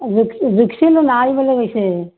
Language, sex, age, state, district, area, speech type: Assamese, female, 60+, Assam, Barpeta, rural, conversation